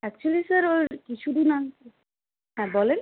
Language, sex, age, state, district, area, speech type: Bengali, female, 18-30, West Bengal, Malda, rural, conversation